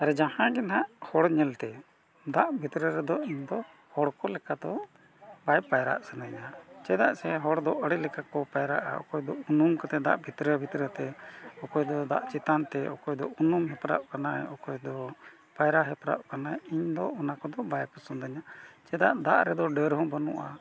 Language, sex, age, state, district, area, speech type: Santali, male, 60+, Odisha, Mayurbhanj, rural, spontaneous